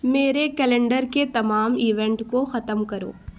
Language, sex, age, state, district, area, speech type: Urdu, female, 30-45, Uttar Pradesh, Lucknow, rural, read